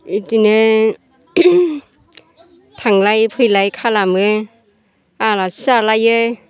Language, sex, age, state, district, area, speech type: Bodo, female, 60+, Assam, Chirang, urban, spontaneous